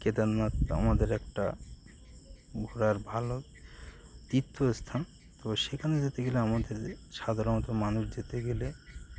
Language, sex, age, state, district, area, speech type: Bengali, male, 30-45, West Bengal, Birbhum, urban, spontaneous